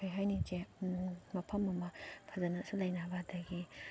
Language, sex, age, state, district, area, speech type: Manipuri, female, 18-30, Manipur, Chandel, rural, spontaneous